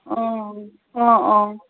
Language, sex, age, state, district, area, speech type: Assamese, female, 45-60, Assam, Dibrugarh, rural, conversation